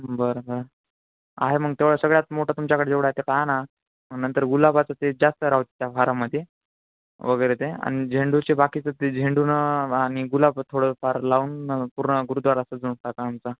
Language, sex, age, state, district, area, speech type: Marathi, male, 18-30, Maharashtra, Nanded, urban, conversation